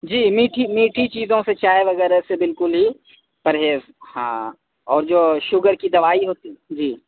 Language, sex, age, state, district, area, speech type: Urdu, male, 18-30, Delhi, South Delhi, urban, conversation